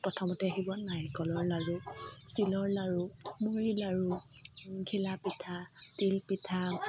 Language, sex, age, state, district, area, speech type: Assamese, female, 18-30, Assam, Dibrugarh, rural, spontaneous